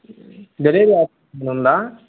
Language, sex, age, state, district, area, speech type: Telugu, male, 18-30, Andhra Pradesh, Chittoor, rural, conversation